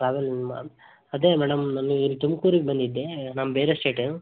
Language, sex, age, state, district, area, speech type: Kannada, male, 18-30, Karnataka, Davanagere, rural, conversation